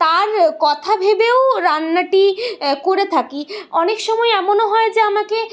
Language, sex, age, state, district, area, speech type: Bengali, female, 30-45, West Bengal, Purulia, urban, spontaneous